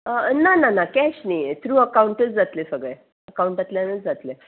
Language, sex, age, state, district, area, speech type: Goan Konkani, female, 45-60, Goa, Salcete, urban, conversation